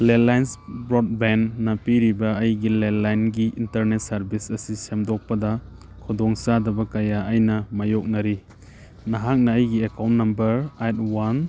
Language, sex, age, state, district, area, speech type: Manipuri, male, 30-45, Manipur, Churachandpur, rural, read